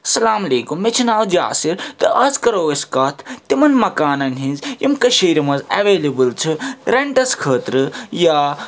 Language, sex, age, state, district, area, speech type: Kashmiri, male, 30-45, Jammu and Kashmir, Srinagar, urban, spontaneous